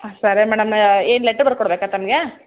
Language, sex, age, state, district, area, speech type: Kannada, female, 30-45, Karnataka, Gulbarga, urban, conversation